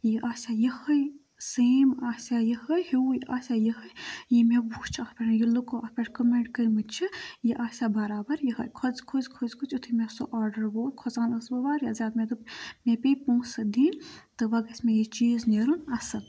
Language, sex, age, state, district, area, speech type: Kashmiri, female, 18-30, Jammu and Kashmir, Budgam, rural, spontaneous